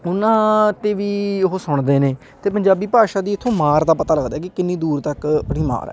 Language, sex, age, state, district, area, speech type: Punjabi, male, 18-30, Punjab, Patiala, urban, spontaneous